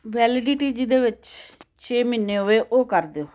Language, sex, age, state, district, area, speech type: Punjabi, female, 60+, Punjab, Fazilka, rural, spontaneous